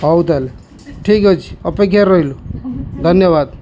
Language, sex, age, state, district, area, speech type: Odia, male, 45-60, Odisha, Kendujhar, urban, spontaneous